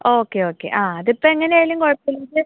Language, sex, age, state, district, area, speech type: Malayalam, female, 18-30, Kerala, Thiruvananthapuram, rural, conversation